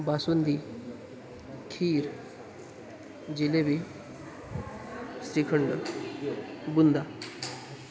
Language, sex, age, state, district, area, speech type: Marathi, male, 18-30, Maharashtra, Wardha, urban, spontaneous